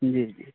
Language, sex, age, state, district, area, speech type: Urdu, male, 45-60, Uttar Pradesh, Lucknow, rural, conversation